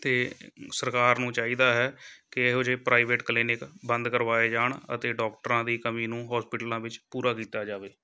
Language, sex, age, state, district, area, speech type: Punjabi, male, 30-45, Punjab, Shaheed Bhagat Singh Nagar, rural, spontaneous